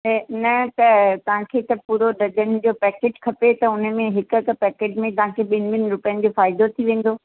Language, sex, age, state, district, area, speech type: Sindhi, female, 60+, Uttar Pradesh, Lucknow, rural, conversation